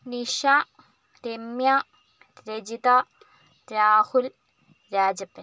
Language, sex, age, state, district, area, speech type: Malayalam, female, 30-45, Kerala, Kozhikode, urban, spontaneous